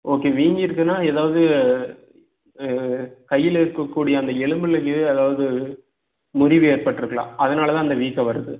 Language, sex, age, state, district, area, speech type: Tamil, male, 30-45, Tamil Nadu, Erode, rural, conversation